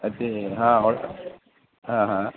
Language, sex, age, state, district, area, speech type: Marathi, male, 60+, Maharashtra, Palghar, rural, conversation